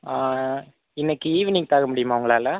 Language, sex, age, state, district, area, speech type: Tamil, male, 30-45, Tamil Nadu, Viluppuram, rural, conversation